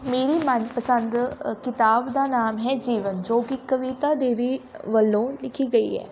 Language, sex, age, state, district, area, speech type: Punjabi, female, 18-30, Punjab, Shaheed Bhagat Singh Nagar, rural, spontaneous